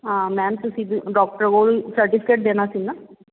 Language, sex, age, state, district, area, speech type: Punjabi, female, 45-60, Punjab, Jalandhar, rural, conversation